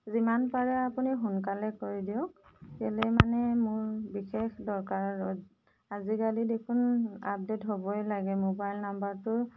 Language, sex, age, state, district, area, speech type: Assamese, female, 30-45, Assam, Golaghat, urban, spontaneous